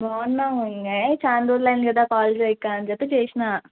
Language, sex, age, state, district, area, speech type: Telugu, female, 18-30, Telangana, Nalgonda, urban, conversation